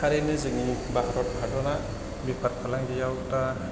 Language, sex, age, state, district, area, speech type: Bodo, male, 30-45, Assam, Chirang, rural, spontaneous